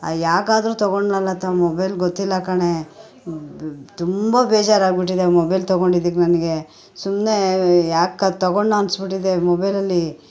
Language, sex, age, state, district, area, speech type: Kannada, female, 45-60, Karnataka, Bangalore Urban, urban, spontaneous